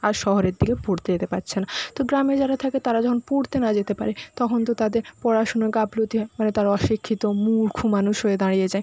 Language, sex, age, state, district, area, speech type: Bengali, female, 60+, West Bengal, Jhargram, rural, spontaneous